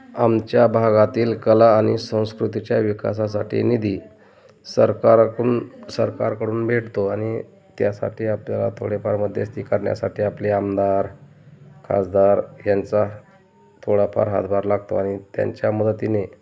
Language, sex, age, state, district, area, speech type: Marathi, male, 30-45, Maharashtra, Beed, rural, spontaneous